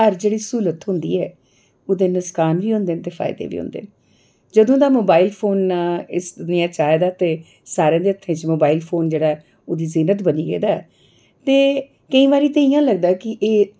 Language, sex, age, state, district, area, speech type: Dogri, female, 45-60, Jammu and Kashmir, Jammu, urban, spontaneous